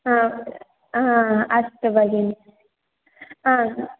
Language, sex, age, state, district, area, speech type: Sanskrit, female, 18-30, Karnataka, Dakshina Kannada, rural, conversation